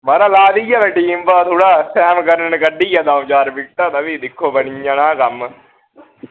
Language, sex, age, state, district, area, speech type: Dogri, male, 30-45, Jammu and Kashmir, Udhampur, rural, conversation